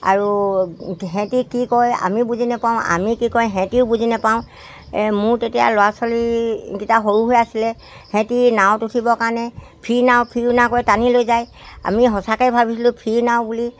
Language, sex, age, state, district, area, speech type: Assamese, male, 60+, Assam, Dibrugarh, rural, spontaneous